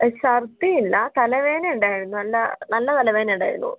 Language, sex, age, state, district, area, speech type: Malayalam, female, 18-30, Kerala, Kozhikode, rural, conversation